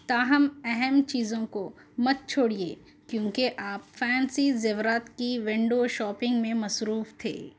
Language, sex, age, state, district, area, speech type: Urdu, female, 30-45, Telangana, Hyderabad, urban, read